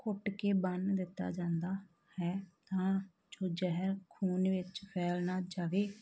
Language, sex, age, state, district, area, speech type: Punjabi, female, 30-45, Punjab, Tarn Taran, rural, spontaneous